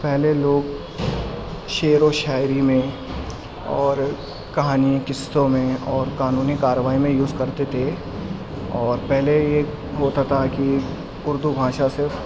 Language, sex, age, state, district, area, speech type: Urdu, male, 18-30, Delhi, East Delhi, urban, spontaneous